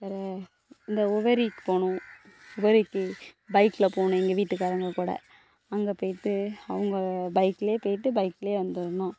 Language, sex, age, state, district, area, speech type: Tamil, female, 18-30, Tamil Nadu, Thoothukudi, urban, spontaneous